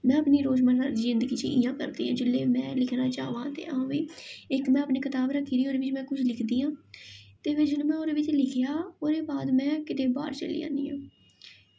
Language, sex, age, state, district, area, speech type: Dogri, female, 18-30, Jammu and Kashmir, Jammu, urban, spontaneous